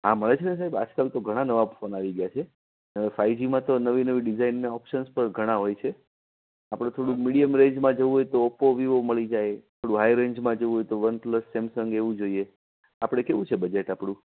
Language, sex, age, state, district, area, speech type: Gujarati, male, 45-60, Gujarat, Anand, urban, conversation